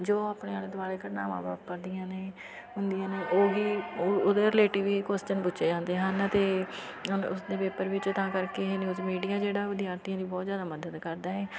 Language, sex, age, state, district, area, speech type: Punjabi, female, 30-45, Punjab, Fatehgarh Sahib, rural, spontaneous